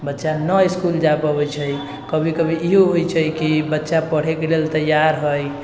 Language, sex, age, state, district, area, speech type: Maithili, male, 18-30, Bihar, Sitamarhi, rural, spontaneous